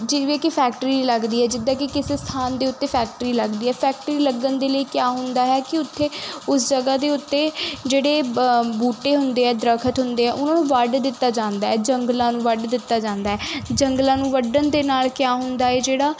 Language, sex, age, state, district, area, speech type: Punjabi, female, 18-30, Punjab, Kapurthala, urban, spontaneous